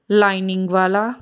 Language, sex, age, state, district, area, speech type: Punjabi, female, 18-30, Punjab, Hoshiarpur, rural, spontaneous